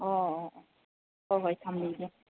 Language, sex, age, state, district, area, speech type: Manipuri, female, 30-45, Manipur, Chandel, rural, conversation